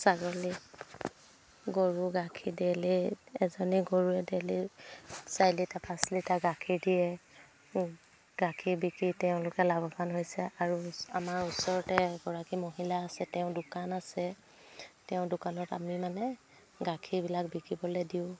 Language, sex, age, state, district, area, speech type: Assamese, female, 45-60, Assam, Dibrugarh, rural, spontaneous